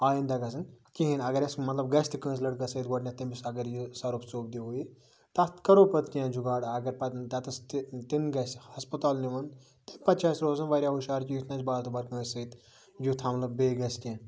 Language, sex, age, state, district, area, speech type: Kashmiri, male, 30-45, Jammu and Kashmir, Budgam, rural, spontaneous